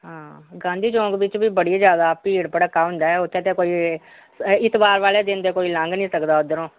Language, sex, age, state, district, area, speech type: Punjabi, female, 45-60, Punjab, Pathankot, urban, conversation